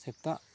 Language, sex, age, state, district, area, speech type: Santali, male, 30-45, West Bengal, Bankura, rural, spontaneous